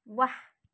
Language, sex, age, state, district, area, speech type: Nepali, female, 45-60, West Bengal, Kalimpong, rural, read